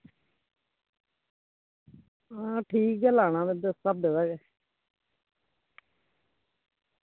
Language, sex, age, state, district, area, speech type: Dogri, female, 60+, Jammu and Kashmir, Reasi, rural, conversation